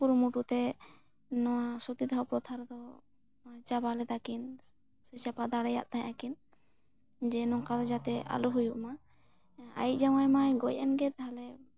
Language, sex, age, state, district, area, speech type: Santali, female, 18-30, West Bengal, Bankura, rural, spontaneous